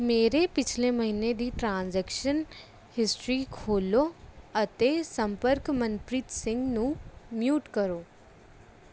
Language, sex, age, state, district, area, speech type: Punjabi, female, 18-30, Punjab, Rupnagar, urban, read